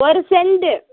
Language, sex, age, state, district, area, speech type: Tamil, female, 18-30, Tamil Nadu, Madurai, rural, conversation